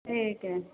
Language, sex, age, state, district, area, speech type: Urdu, female, 18-30, Uttar Pradesh, Gautam Buddha Nagar, urban, conversation